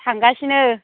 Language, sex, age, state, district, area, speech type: Bodo, female, 30-45, Assam, Baksa, rural, conversation